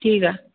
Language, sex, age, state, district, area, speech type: Marathi, male, 18-30, Maharashtra, Nagpur, urban, conversation